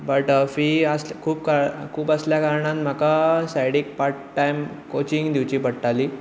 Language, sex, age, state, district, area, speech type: Goan Konkani, male, 18-30, Goa, Bardez, urban, spontaneous